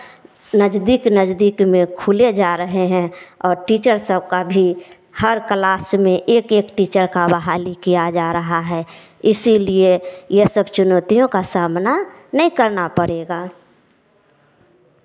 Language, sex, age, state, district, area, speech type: Hindi, female, 30-45, Bihar, Samastipur, rural, spontaneous